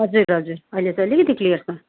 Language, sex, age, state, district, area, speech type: Nepali, female, 45-60, West Bengal, Kalimpong, rural, conversation